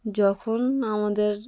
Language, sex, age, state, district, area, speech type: Bengali, female, 18-30, West Bengal, Cooch Behar, urban, spontaneous